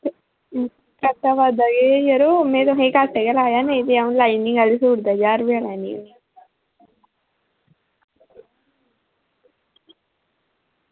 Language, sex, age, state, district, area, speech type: Dogri, female, 18-30, Jammu and Kashmir, Jammu, rural, conversation